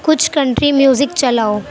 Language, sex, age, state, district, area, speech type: Urdu, female, 18-30, Uttar Pradesh, Gautam Buddha Nagar, urban, read